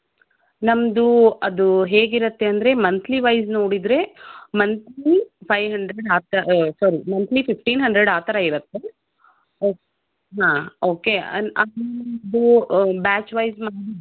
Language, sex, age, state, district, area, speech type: Kannada, female, 30-45, Karnataka, Davanagere, urban, conversation